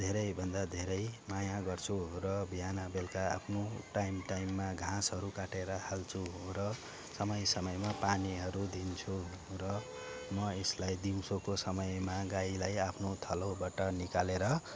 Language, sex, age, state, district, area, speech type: Nepali, male, 30-45, West Bengal, Darjeeling, rural, spontaneous